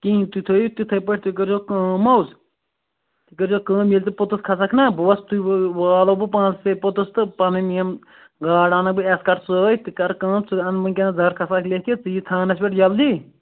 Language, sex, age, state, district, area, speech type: Kashmiri, male, 18-30, Jammu and Kashmir, Ganderbal, rural, conversation